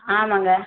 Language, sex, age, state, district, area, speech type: Tamil, female, 45-60, Tamil Nadu, Madurai, urban, conversation